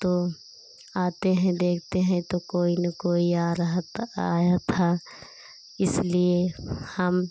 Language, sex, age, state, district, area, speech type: Hindi, female, 30-45, Uttar Pradesh, Pratapgarh, rural, spontaneous